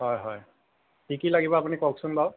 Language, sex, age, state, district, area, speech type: Assamese, male, 30-45, Assam, Lakhimpur, rural, conversation